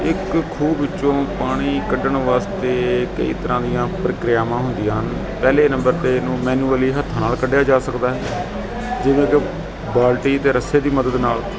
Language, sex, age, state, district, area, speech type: Punjabi, male, 30-45, Punjab, Gurdaspur, urban, spontaneous